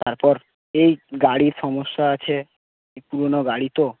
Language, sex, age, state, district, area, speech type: Bengali, male, 18-30, West Bengal, South 24 Parganas, rural, conversation